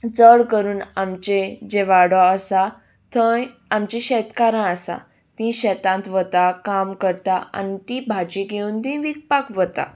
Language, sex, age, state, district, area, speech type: Goan Konkani, female, 18-30, Goa, Salcete, urban, spontaneous